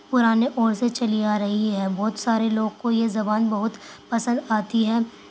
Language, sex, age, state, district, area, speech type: Urdu, female, 18-30, Uttar Pradesh, Gautam Buddha Nagar, urban, spontaneous